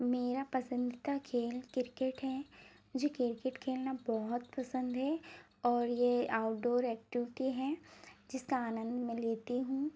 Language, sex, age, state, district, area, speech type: Hindi, female, 30-45, Madhya Pradesh, Bhopal, urban, spontaneous